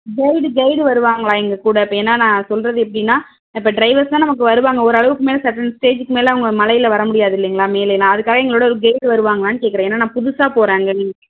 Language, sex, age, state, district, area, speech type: Tamil, female, 18-30, Tamil Nadu, Tiruvarur, rural, conversation